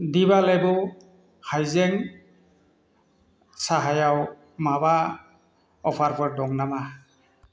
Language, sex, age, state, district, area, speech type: Bodo, male, 45-60, Assam, Chirang, rural, read